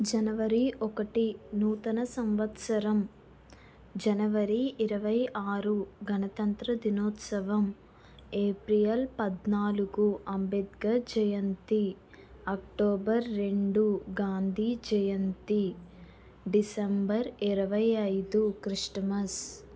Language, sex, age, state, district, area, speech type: Telugu, female, 18-30, Andhra Pradesh, Kakinada, rural, spontaneous